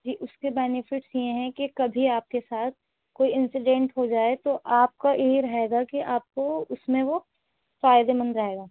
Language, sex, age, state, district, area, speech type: Urdu, female, 18-30, Delhi, North West Delhi, urban, conversation